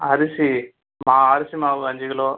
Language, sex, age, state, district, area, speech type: Tamil, male, 45-60, Tamil Nadu, Cuddalore, rural, conversation